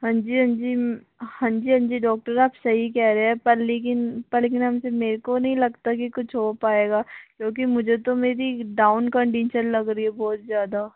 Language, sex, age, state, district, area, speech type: Hindi, male, 45-60, Rajasthan, Jaipur, urban, conversation